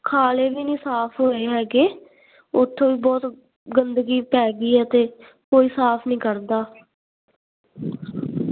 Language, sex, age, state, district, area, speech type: Punjabi, female, 18-30, Punjab, Muktsar, urban, conversation